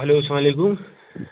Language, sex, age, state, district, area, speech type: Kashmiri, male, 30-45, Jammu and Kashmir, Pulwama, rural, conversation